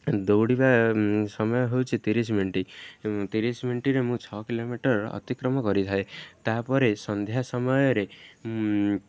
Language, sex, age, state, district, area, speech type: Odia, male, 18-30, Odisha, Jagatsinghpur, rural, spontaneous